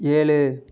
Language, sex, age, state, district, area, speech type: Tamil, male, 18-30, Tamil Nadu, Nagapattinam, rural, read